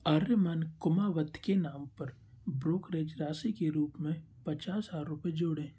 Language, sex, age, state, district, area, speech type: Hindi, male, 18-30, Madhya Pradesh, Bhopal, urban, read